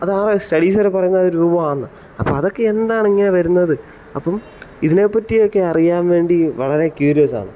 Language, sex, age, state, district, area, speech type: Malayalam, male, 18-30, Kerala, Kottayam, rural, spontaneous